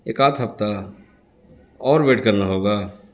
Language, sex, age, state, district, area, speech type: Urdu, male, 60+, Bihar, Gaya, urban, spontaneous